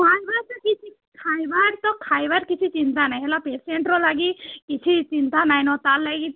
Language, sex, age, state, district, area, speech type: Odia, female, 60+, Odisha, Boudh, rural, conversation